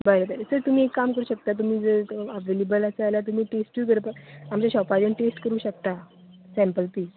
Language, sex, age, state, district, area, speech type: Goan Konkani, female, 30-45, Goa, Tiswadi, rural, conversation